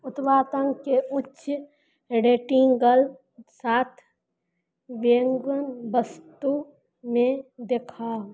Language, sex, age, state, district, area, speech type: Maithili, female, 45-60, Bihar, Madhubani, rural, read